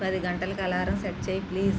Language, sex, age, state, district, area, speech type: Telugu, female, 30-45, Andhra Pradesh, Konaseema, rural, read